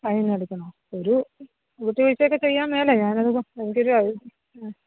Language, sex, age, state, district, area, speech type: Malayalam, female, 30-45, Kerala, Idukki, rural, conversation